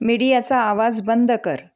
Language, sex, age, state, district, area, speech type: Marathi, female, 30-45, Maharashtra, Amravati, urban, read